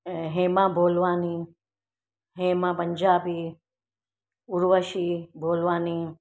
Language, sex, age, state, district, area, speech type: Sindhi, female, 60+, Gujarat, Surat, urban, spontaneous